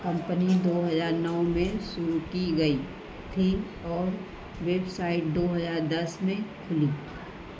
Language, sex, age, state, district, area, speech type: Hindi, female, 60+, Madhya Pradesh, Harda, urban, read